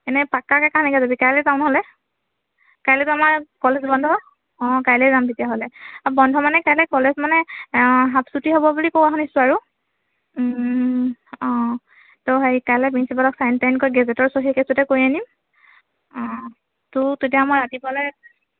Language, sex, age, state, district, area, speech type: Assamese, female, 18-30, Assam, Golaghat, urban, conversation